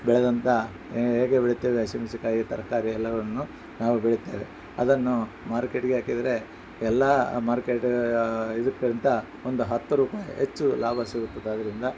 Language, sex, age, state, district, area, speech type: Kannada, male, 45-60, Karnataka, Bellary, rural, spontaneous